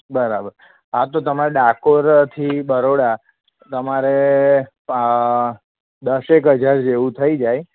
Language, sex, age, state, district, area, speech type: Gujarati, male, 30-45, Gujarat, Kheda, rural, conversation